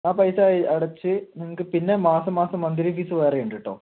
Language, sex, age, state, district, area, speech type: Malayalam, male, 18-30, Kerala, Palakkad, rural, conversation